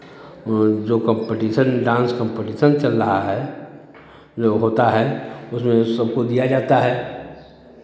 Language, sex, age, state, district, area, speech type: Hindi, male, 45-60, Uttar Pradesh, Chandauli, urban, spontaneous